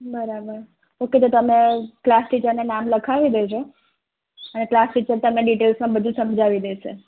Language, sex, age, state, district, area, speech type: Gujarati, female, 30-45, Gujarat, Anand, rural, conversation